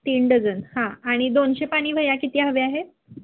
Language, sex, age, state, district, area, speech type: Marathi, female, 18-30, Maharashtra, Kolhapur, urban, conversation